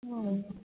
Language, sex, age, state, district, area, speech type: Assamese, female, 30-45, Assam, Golaghat, urban, conversation